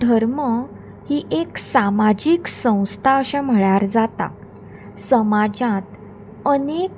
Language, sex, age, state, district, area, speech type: Goan Konkani, female, 18-30, Goa, Salcete, rural, spontaneous